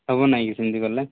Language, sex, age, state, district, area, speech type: Odia, male, 30-45, Odisha, Koraput, urban, conversation